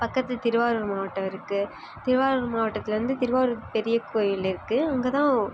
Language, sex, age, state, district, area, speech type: Tamil, female, 18-30, Tamil Nadu, Nagapattinam, rural, spontaneous